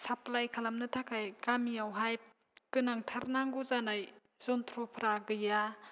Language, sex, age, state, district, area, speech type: Bodo, female, 18-30, Assam, Kokrajhar, rural, spontaneous